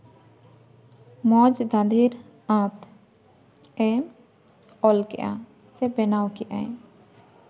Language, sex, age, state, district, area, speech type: Santali, female, 18-30, West Bengal, Jhargram, rural, spontaneous